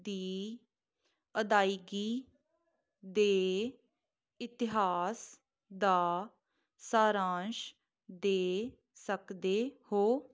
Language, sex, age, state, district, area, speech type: Punjabi, female, 18-30, Punjab, Muktsar, urban, read